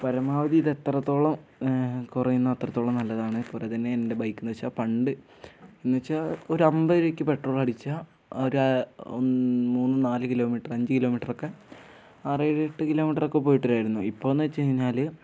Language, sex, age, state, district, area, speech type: Malayalam, male, 18-30, Kerala, Wayanad, rural, spontaneous